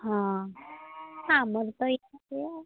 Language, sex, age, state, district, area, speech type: Odia, female, 18-30, Odisha, Jagatsinghpur, rural, conversation